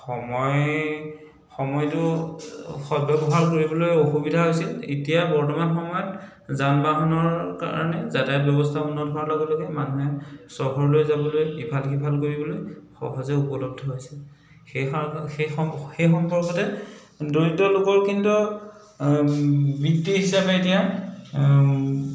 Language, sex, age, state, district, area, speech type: Assamese, male, 30-45, Assam, Dhemaji, rural, spontaneous